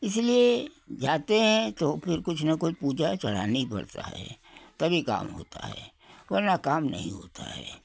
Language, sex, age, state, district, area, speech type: Hindi, male, 60+, Uttar Pradesh, Hardoi, rural, spontaneous